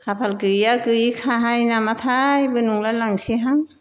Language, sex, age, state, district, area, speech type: Bodo, female, 60+, Assam, Chirang, rural, spontaneous